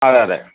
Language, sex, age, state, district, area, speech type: Malayalam, male, 60+, Kerala, Alappuzha, rural, conversation